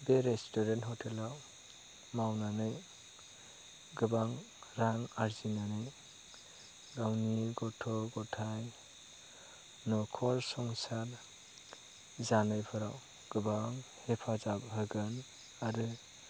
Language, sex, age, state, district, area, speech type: Bodo, male, 30-45, Assam, Chirang, rural, spontaneous